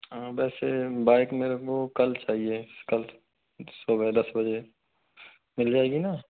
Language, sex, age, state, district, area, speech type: Hindi, male, 30-45, Rajasthan, Karauli, rural, conversation